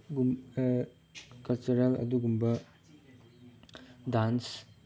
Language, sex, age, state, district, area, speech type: Manipuri, male, 18-30, Manipur, Chandel, rural, spontaneous